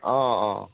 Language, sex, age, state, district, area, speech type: Assamese, male, 60+, Assam, Tinsukia, rural, conversation